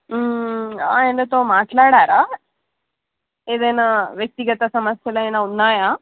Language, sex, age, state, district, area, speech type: Telugu, female, 18-30, Telangana, Hyderabad, urban, conversation